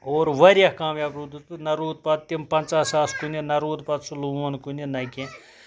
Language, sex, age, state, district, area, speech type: Kashmiri, male, 60+, Jammu and Kashmir, Ganderbal, rural, spontaneous